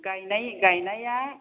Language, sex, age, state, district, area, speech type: Bodo, female, 60+, Assam, Chirang, rural, conversation